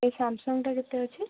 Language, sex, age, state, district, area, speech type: Odia, female, 18-30, Odisha, Cuttack, urban, conversation